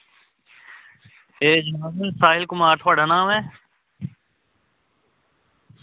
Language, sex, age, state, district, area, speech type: Dogri, male, 18-30, Jammu and Kashmir, Samba, rural, conversation